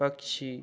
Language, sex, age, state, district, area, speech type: Hindi, male, 30-45, Madhya Pradesh, Betul, urban, read